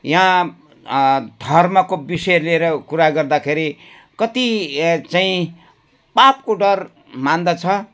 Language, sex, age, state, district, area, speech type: Nepali, male, 60+, West Bengal, Jalpaiguri, urban, spontaneous